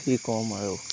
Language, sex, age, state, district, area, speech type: Assamese, male, 18-30, Assam, Lakhimpur, rural, spontaneous